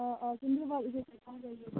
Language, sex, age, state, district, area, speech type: Kashmiri, female, 30-45, Jammu and Kashmir, Bandipora, rural, conversation